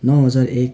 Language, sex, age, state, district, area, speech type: Nepali, male, 18-30, West Bengal, Darjeeling, rural, spontaneous